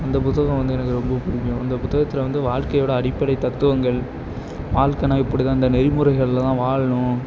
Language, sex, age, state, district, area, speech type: Tamil, male, 18-30, Tamil Nadu, Nagapattinam, rural, spontaneous